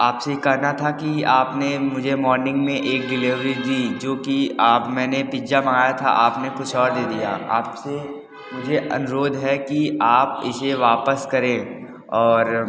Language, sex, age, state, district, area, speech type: Hindi, male, 18-30, Uttar Pradesh, Mirzapur, urban, spontaneous